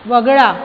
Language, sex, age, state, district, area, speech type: Marathi, female, 45-60, Maharashtra, Buldhana, urban, read